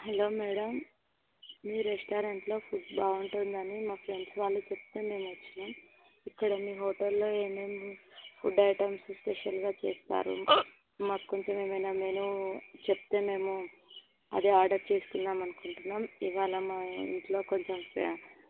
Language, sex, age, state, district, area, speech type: Telugu, female, 18-30, Andhra Pradesh, Visakhapatnam, rural, conversation